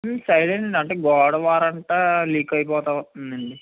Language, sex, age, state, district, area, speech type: Telugu, male, 18-30, Andhra Pradesh, Eluru, urban, conversation